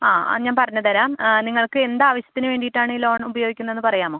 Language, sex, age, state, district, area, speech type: Malayalam, female, 30-45, Kerala, Thrissur, rural, conversation